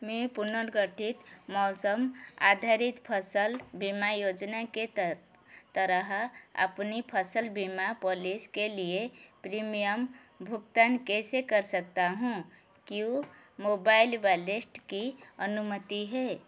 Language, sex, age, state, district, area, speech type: Hindi, female, 45-60, Madhya Pradesh, Chhindwara, rural, read